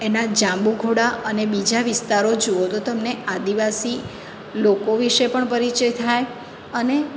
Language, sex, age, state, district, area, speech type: Gujarati, female, 45-60, Gujarat, Surat, urban, spontaneous